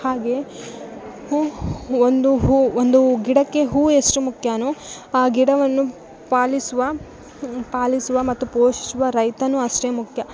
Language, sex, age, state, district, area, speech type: Kannada, female, 18-30, Karnataka, Bellary, rural, spontaneous